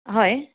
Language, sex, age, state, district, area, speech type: Assamese, female, 30-45, Assam, Sonitpur, urban, conversation